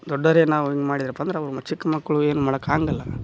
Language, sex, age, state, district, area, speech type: Kannada, male, 30-45, Karnataka, Koppal, rural, spontaneous